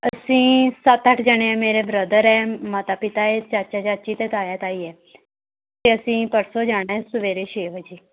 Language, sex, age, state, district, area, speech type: Punjabi, female, 18-30, Punjab, Shaheed Bhagat Singh Nagar, rural, conversation